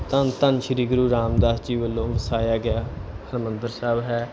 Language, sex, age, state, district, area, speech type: Punjabi, male, 30-45, Punjab, Bathinda, rural, spontaneous